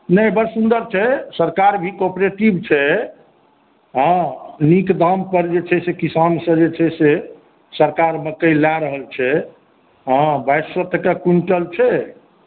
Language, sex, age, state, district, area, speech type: Maithili, male, 45-60, Bihar, Saharsa, rural, conversation